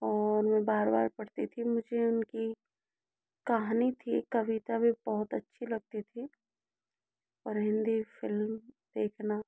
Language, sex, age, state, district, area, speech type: Hindi, female, 18-30, Rajasthan, Karauli, rural, spontaneous